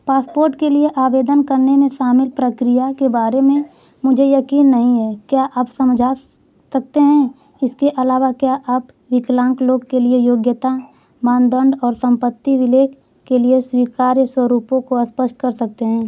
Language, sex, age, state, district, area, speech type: Hindi, female, 18-30, Uttar Pradesh, Mau, rural, read